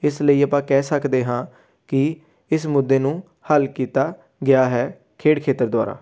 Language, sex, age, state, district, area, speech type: Punjabi, male, 18-30, Punjab, Amritsar, urban, spontaneous